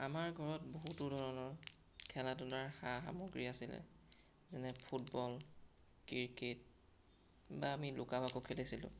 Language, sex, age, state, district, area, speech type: Assamese, male, 18-30, Assam, Sonitpur, rural, spontaneous